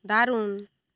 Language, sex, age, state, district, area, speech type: Bengali, female, 45-60, West Bengal, Bankura, rural, read